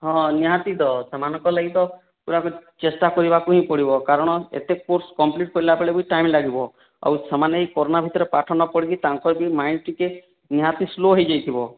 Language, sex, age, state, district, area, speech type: Odia, male, 45-60, Odisha, Boudh, rural, conversation